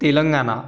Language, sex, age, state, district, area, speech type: Marathi, male, 45-60, Maharashtra, Yavatmal, rural, spontaneous